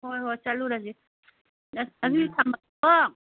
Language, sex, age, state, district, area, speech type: Manipuri, female, 60+, Manipur, Imphal East, urban, conversation